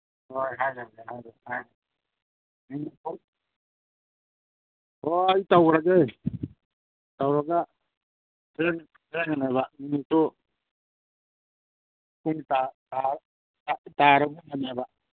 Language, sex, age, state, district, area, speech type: Manipuri, male, 45-60, Manipur, Imphal East, rural, conversation